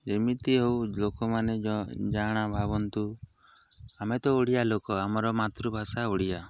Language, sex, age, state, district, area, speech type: Odia, male, 18-30, Odisha, Nuapada, urban, spontaneous